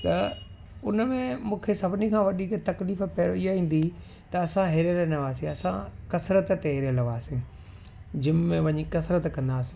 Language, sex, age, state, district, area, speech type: Sindhi, male, 45-60, Gujarat, Kutch, urban, spontaneous